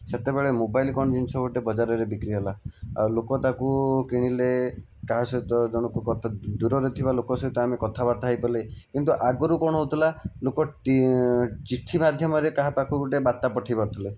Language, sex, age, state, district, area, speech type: Odia, male, 45-60, Odisha, Jajpur, rural, spontaneous